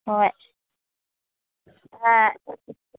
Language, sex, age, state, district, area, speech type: Manipuri, female, 30-45, Manipur, Kangpokpi, urban, conversation